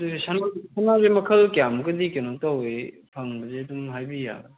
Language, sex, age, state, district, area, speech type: Manipuri, male, 30-45, Manipur, Kangpokpi, urban, conversation